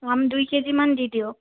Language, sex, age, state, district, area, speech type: Assamese, female, 30-45, Assam, Sonitpur, rural, conversation